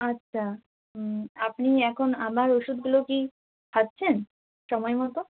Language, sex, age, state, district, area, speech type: Bengali, female, 18-30, West Bengal, North 24 Parganas, rural, conversation